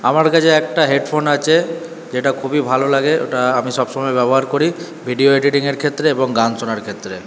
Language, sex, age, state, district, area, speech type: Bengali, male, 30-45, West Bengal, Purba Bardhaman, urban, spontaneous